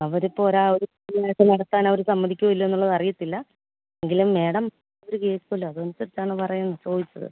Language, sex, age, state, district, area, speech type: Malayalam, female, 45-60, Kerala, Pathanamthitta, rural, conversation